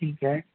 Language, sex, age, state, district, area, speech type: Urdu, male, 60+, Delhi, North East Delhi, urban, conversation